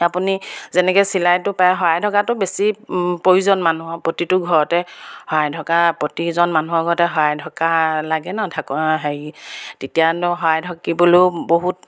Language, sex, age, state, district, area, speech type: Assamese, female, 30-45, Assam, Sivasagar, rural, spontaneous